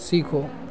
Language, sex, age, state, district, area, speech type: Hindi, male, 18-30, Madhya Pradesh, Harda, urban, read